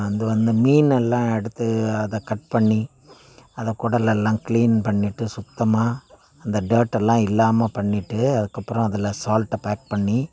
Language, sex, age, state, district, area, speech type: Tamil, male, 60+, Tamil Nadu, Thanjavur, rural, spontaneous